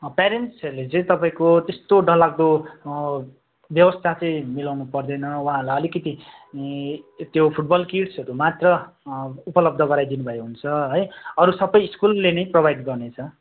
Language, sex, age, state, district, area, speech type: Nepali, male, 30-45, West Bengal, Darjeeling, rural, conversation